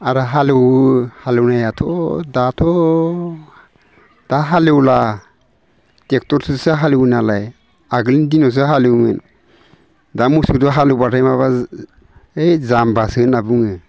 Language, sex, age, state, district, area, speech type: Bodo, male, 60+, Assam, Baksa, urban, spontaneous